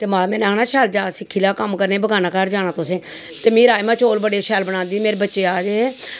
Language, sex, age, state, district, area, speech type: Dogri, female, 45-60, Jammu and Kashmir, Samba, rural, spontaneous